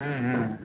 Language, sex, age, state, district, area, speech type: Gujarati, male, 30-45, Gujarat, Ahmedabad, urban, conversation